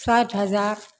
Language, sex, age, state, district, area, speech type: Maithili, female, 60+, Bihar, Madhepura, urban, spontaneous